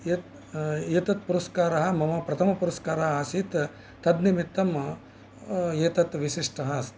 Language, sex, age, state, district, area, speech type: Sanskrit, male, 60+, Karnataka, Bellary, urban, spontaneous